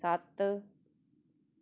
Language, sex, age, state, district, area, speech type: Punjabi, female, 45-60, Punjab, Gurdaspur, urban, read